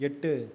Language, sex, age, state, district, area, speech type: Tamil, male, 30-45, Tamil Nadu, Viluppuram, urban, read